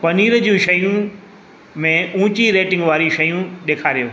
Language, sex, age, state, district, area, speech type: Sindhi, male, 60+, Madhya Pradesh, Katni, urban, read